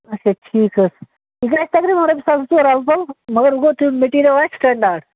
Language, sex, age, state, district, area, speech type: Kashmiri, male, 30-45, Jammu and Kashmir, Bandipora, rural, conversation